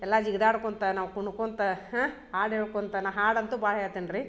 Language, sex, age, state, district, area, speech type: Kannada, female, 30-45, Karnataka, Dharwad, urban, spontaneous